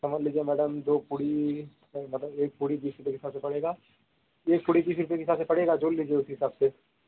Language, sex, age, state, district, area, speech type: Hindi, male, 30-45, Uttar Pradesh, Bhadohi, rural, conversation